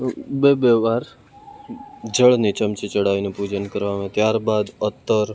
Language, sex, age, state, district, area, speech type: Gujarati, male, 18-30, Gujarat, Rajkot, rural, spontaneous